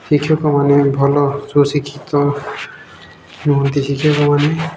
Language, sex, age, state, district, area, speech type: Odia, male, 18-30, Odisha, Nabarangpur, urban, spontaneous